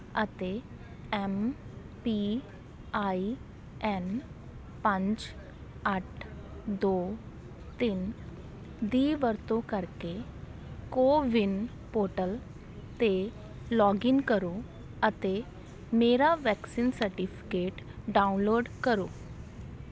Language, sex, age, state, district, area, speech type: Punjabi, female, 30-45, Punjab, Patiala, rural, read